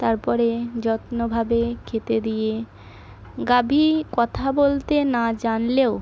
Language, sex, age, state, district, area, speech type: Bengali, female, 18-30, West Bengal, Murshidabad, rural, spontaneous